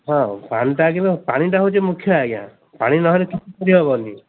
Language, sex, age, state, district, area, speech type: Odia, male, 60+, Odisha, Gajapati, rural, conversation